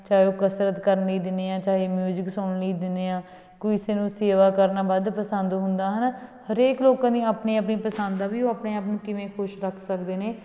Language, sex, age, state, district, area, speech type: Punjabi, female, 30-45, Punjab, Fatehgarh Sahib, urban, spontaneous